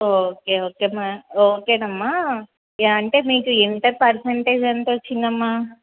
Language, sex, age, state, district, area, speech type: Telugu, female, 30-45, Andhra Pradesh, Anakapalli, urban, conversation